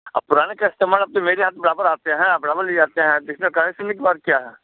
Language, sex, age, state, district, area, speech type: Hindi, male, 60+, Bihar, Muzaffarpur, rural, conversation